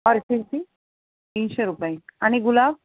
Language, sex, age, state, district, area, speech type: Marathi, female, 45-60, Maharashtra, Nanded, urban, conversation